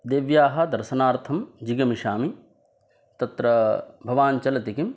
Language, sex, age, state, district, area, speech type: Sanskrit, male, 18-30, Bihar, Gaya, urban, spontaneous